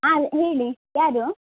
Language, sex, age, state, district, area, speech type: Kannada, female, 30-45, Karnataka, Udupi, rural, conversation